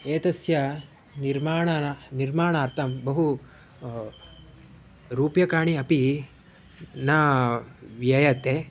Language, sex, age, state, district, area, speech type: Sanskrit, male, 18-30, Karnataka, Shimoga, rural, spontaneous